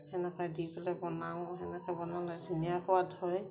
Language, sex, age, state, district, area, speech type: Assamese, female, 45-60, Assam, Morigaon, rural, spontaneous